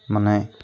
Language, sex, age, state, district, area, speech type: Kannada, male, 18-30, Karnataka, Tumkur, urban, read